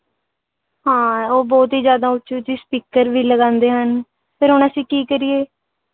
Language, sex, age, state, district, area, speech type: Punjabi, female, 18-30, Punjab, Mohali, rural, conversation